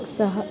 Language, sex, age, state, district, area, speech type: Sanskrit, female, 45-60, Maharashtra, Nagpur, urban, spontaneous